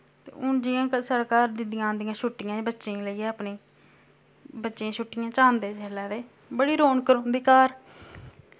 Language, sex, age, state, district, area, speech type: Dogri, female, 30-45, Jammu and Kashmir, Samba, rural, spontaneous